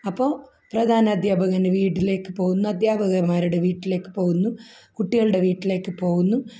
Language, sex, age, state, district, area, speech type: Malayalam, female, 45-60, Kerala, Kasaragod, rural, spontaneous